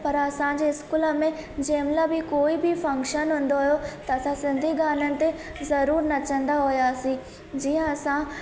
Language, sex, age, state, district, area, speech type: Sindhi, female, 18-30, Madhya Pradesh, Katni, urban, spontaneous